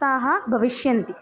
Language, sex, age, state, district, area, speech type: Sanskrit, female, 18-30, Tamil Nadu, Thanjavur, rural, spontaneous